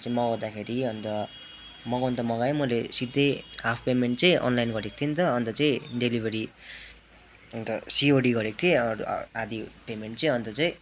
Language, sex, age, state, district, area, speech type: Nepali, male, 18-30, West Bengal, Darjeeling, rural, spontaneous